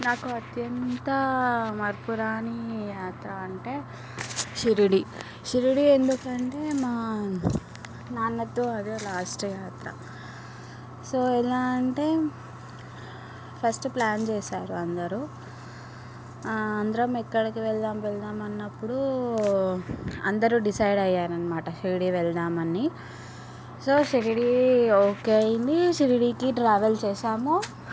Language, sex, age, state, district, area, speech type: Telugu, female, 18-30, Telangana, Vikarabad, urban, spontaneous